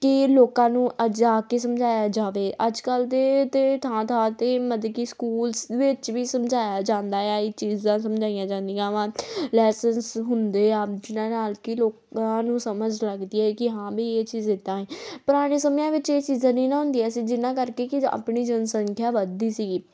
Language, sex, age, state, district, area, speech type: Punjabi, female, 18-30, Punjab, Tarn Taran, urban, spontaneous